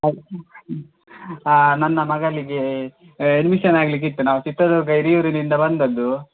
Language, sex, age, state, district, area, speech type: Kannada, male, 18-30, Karnataka, Chitradurga, rural, conversation